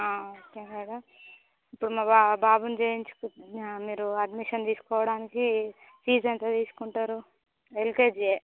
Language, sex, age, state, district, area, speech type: Telugu, female, 18-30, Andhra Pradesh, Visakhapatnam, urban, conversation